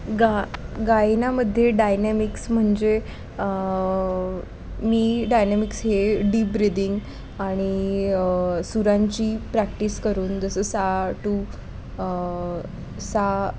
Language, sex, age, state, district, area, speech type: Marathi, female, 18-30, Maharashtra, Pune, urban, spontaneous